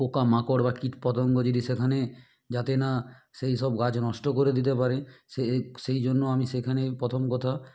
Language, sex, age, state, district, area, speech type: Bengali, male, 18-30, West Bengal, Nadia, rural, spontaneous